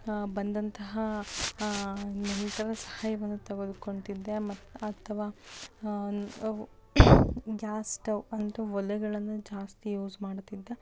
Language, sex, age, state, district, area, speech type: Kannada, female, 30-45, Karnataka, Davanagere, rural, spontaneous